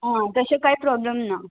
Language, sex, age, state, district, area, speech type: Goan Konkani, female, 18-30, Goa, Murmgao, rural, conversation